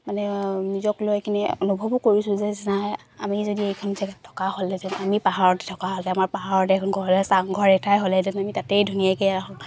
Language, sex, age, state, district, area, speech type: Assamese, female, 18-30, Assam, Charaideo, rural, spontaneous